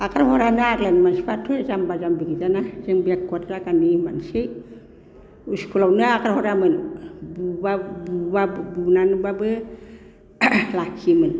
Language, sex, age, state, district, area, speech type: Bodo, female, 60+, Assam, Baksa, urban, spontaneous